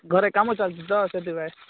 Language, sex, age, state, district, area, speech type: Odia, male, 18-30, Odisha, Malkangiri, urban, conversation